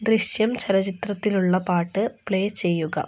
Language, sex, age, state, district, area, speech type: Malayalam, female, 18-30, Kerala, Wayanad, rural, read